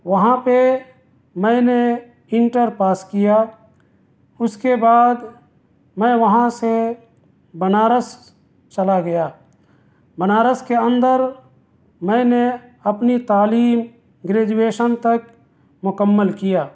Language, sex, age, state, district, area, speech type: Urdu, male, 30-45, Delhi, South Delhi, urban, spontaneous